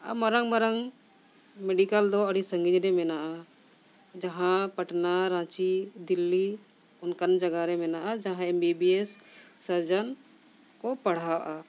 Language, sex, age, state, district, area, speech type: Santali, female, 45-60, Jharkhand, Bokaro, rural, spontaneous